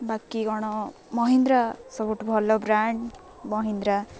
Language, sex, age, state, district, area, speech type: Odia, female, 18-30, Odisha, Jagatsinghpur, rural, spontaneous